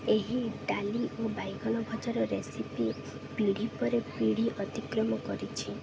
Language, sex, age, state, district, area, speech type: Odia, female, 18-30, Odisha, Malkangiri, urban, spontaneous